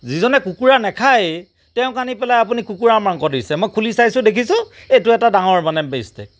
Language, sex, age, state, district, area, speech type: Assamese, male, 45-60, Assam, Golaghat, urban, spontaneous